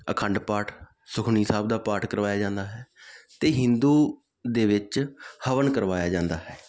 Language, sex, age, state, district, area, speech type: Punjabi, male, 18-30, Punjab, Muktsar, rural, spontaneous